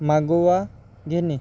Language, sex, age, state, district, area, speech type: Marathi, male, 18-30, Maharashtra, Yavatmal, rural, read